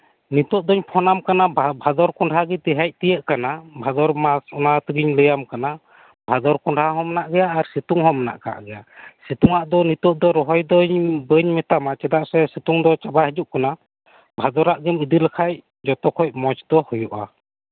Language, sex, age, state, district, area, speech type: Santali, male, 30-45, West Bengal, Birbhum, rural, conversation